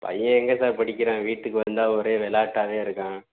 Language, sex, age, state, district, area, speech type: Tamil, male, 45-60, Tamil Nadu, Sivaganga, rural, conversation